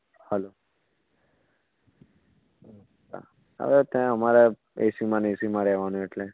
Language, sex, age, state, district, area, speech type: Gujarati, male, 18-30, Gujarat, Anand, rural, conversation